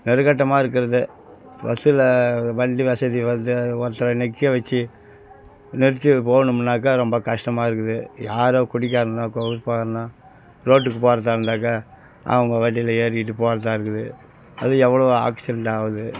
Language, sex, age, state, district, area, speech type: Tamil, male, 60+, Tamil Nadu, Kallakurichi, urban, spontaneous